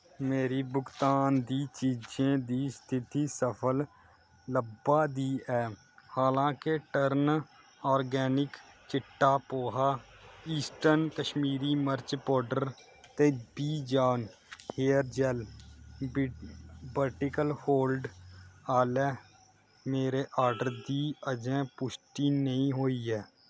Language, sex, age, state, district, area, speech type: Dogri, male, 18-30, Jammu and Kashmir, Kathua, rural, read